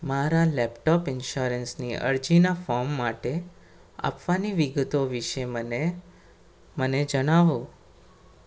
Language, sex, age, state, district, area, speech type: Gujarati, male, 18-30, Gujarat, Anand, rural, read